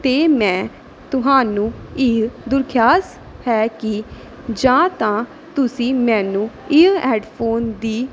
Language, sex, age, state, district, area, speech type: Punjabi, female, 18-30, Punjab, Pathankot, urban, spontaneous